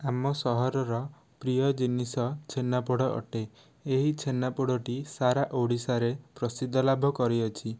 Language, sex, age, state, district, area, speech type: Odia, male, 18-30, Odisha, Nayagarh, rural, spontaneous